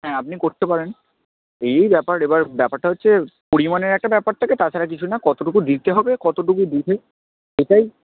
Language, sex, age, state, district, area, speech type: Bengali, male, 30-45, West Bengal, Purba Medinipur, rural, conversation